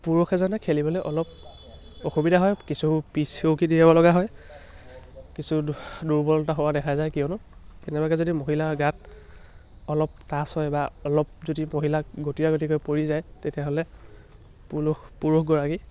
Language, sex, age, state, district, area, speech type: Assamese, male, 18-30, Assam, Lakhimpur, urban, spontaneous